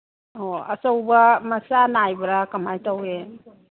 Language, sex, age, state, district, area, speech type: Manipuri, female, 45-60, Manipur, Kangpokpi, urban, conversation